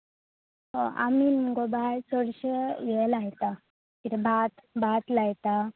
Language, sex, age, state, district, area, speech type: Goan Konkani, female, 18-30, Goa, Bardez, urban, conversation